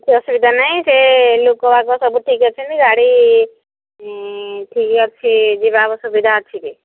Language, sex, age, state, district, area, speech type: Odia, female, 60+, Odisha, Angul, rural, conversation